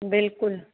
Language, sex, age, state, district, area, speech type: Sindhi, female, 45-60, Uttar Pradesh, Lucknow, rural, conversation